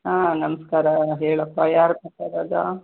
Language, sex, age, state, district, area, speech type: Kannada, female, 60+, Karnataka, Kolar, rural, conversation